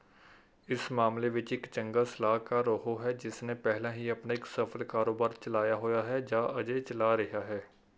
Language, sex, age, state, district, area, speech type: Punjabi, male, 18-30, Punjab, Rupnagar, urban, read